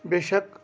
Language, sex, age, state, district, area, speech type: Kashmiri, male, 45-60, Jammu and Kashmir, Ganderbal, rural, spontaneous